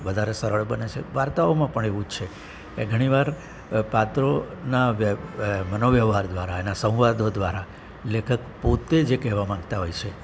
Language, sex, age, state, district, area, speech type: Gujarati, male, 60+, Gujarat, Surat, urban, spontaneous